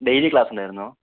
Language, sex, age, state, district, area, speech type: Malayalam, male, 18-30, Kerala, Palakkad, rural, conversation